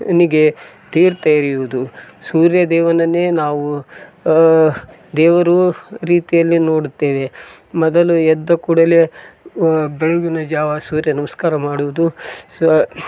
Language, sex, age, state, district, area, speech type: Kannada, male, 45-60, Karnataka, Koppal, rural, spontaneous